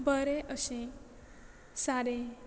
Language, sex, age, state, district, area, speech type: Goan Konkani, female, 18-30, Goa, Quepem, rural, spontaneous